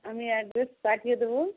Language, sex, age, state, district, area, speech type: Bengali, female, 45-60, West Bengal, Darjeeling, rural, conversation